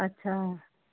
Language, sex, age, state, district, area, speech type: Sindhi, female, 30-45, Maharashtra, Thane, urban, conversation